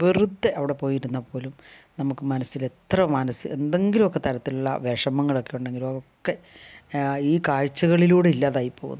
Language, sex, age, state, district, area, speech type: Malayalam, female, 60+, Kerala, Kasaragod, rural, spontaneous